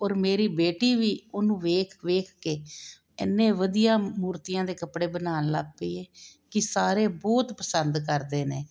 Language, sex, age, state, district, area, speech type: Punjabi, female, 45-60, Punjab, Jalandhar, urban, spontaneous